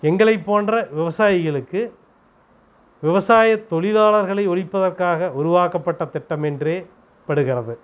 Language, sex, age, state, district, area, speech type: Tamil, male, 45-60, Tamil Nadu, Namakkal, rural, spontaneous